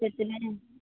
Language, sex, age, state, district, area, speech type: Odia, female, 60+, Odisha, Sundergarh, rural, conversation